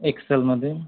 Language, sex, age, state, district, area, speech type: Marathi, male, 30-45, Maharashtra, Amravati, rural, conversation